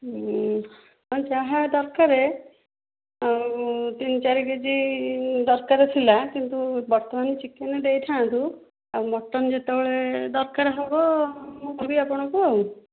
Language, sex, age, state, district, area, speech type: Odia, female, 60+, Odisha, Jharsuguda, rural, conversation